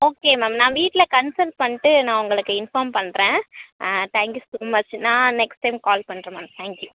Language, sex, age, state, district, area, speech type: Tamil, female, 18-30, Tamil Nadu, Tiruvarur, rural, conversation